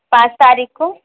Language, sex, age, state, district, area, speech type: Hindi, female, 18-30, Madhya Pradesh, Bhopal, urban, conversation